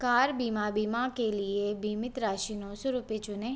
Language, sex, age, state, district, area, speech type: Hindi, female, 18-30, Madhya Pradesh, Bhopal, urban, read